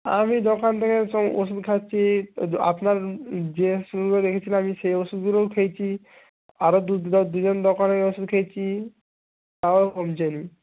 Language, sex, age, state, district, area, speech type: Bengali, male, 45-60, West Bengal, Nadia, rural, conversation